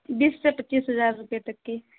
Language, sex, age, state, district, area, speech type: Urdu, female, 30-45, Bihar, Saharsa, rural, conversation